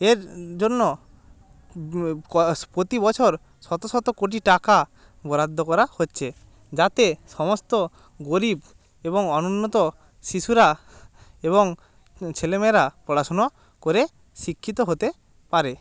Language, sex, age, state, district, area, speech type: Bengali, male, 30-45, West Bengal, Jalpaiguri, rural, spontaneous